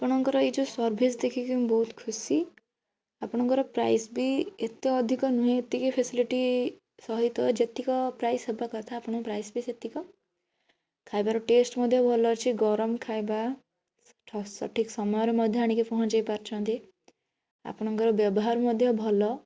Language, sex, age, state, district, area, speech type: Odia, female, 18-30, Odisha, Bhadrak, rural, spontaneous